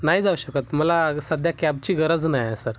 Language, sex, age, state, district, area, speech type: Marathi, male, 18-30, Maharashtra, Gadchiroli, rural, spontaneous